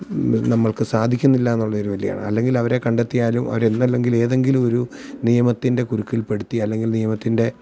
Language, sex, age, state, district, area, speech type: Malayalam, male, 45-60, Kerala, Alappuzha, rural, spontaneous